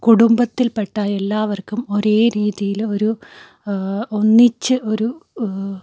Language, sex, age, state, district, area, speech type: Malayalam, female, 30-45, Kerala, Malappuram, rural, spontaneous